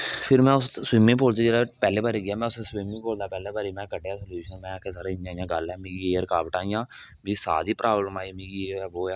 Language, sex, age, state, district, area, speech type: Dogri, male, 18-30, Jammu and Kashmir, Kathua, rural, spontaneous